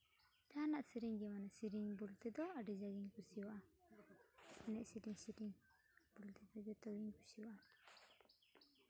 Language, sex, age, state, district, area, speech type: Santali, female, 18-30, West Bengal, Uttar Dinajpur, rural, spontaneous